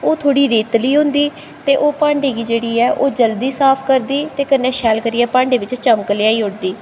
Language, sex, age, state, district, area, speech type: Dogri, female, 18-30, Jammu and Kashmir, Kathua, rural, spontaneous